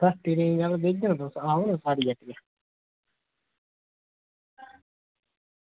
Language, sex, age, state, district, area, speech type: Dogri, male, 30-45, Jammu and Kashmir, Reasi, rural, conversation